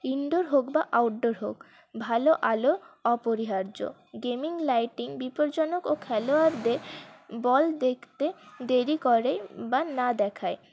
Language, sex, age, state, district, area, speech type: Bengali, female, 18-30, West Bengal, Paschim Bardhaman, urban, spontaneous